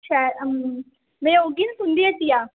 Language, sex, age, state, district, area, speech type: Dogri, female, 18-30, Jammu and Kashmir, Reasi, rural, conversation